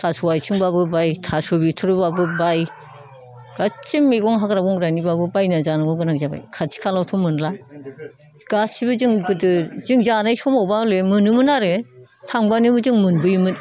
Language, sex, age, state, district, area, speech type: Bodo, female, 60+, Assam, Udalguri, rural, spontaneous